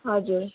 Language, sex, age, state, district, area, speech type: Nepali, female, 30-45, West Bengal, Jalpaiguri, urban, conversation